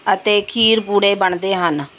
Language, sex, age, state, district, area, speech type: Punjabi, female, 45-60, Punjab, Rupnagar, rural, spontaneous